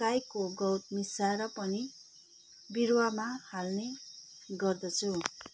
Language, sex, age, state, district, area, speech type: Nepali, female, 45-60, West Bengal, Darjeeling, rural, spontaneous